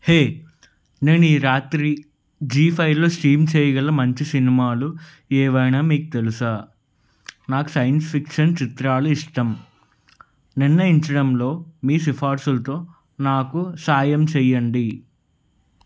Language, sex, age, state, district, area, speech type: Telugu, male, 30-45, Telangana, Peddapalli, rural, read